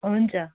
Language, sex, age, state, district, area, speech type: Nepali, female, 30-45, West Bengal, Kalimpong, rural, conversation